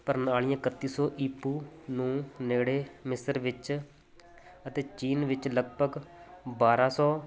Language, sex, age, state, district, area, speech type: Punjabi, male, 30-45, Punjab, Muktsar, rural, spontaneous